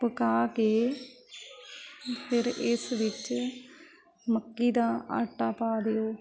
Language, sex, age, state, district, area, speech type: Punjabi, female, 30-45, Punjab, Shaheed Bhagat Singh Nagar, urban, spontaneous